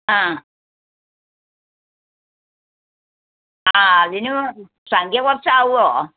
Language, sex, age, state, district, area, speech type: Malayalam, female, 60+, Kerala, Malappuram, rural, conversation